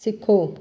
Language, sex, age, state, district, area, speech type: Punjabi, female, 60+, Punjab, Mohali, urban, read